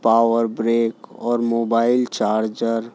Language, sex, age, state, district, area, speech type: Urdu, male, 30-45, Delhi, New Delhi, urban, spontaneous